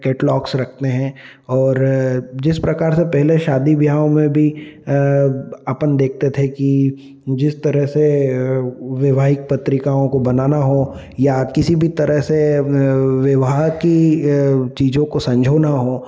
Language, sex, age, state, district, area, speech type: Hindi, male, 30-45, Madhya Pradesh, Ujjain, urban, spontaneous